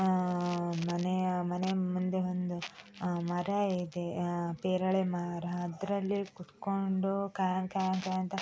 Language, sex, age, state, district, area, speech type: Kannada, female, 18-30, Karnataka, Dakshina Kannada, rural, spontaneous